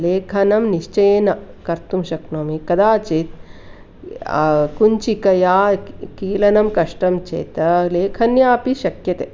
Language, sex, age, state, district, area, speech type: Sanskrit, female, 45-60, Karnataka, Mandya, urban, spontaneous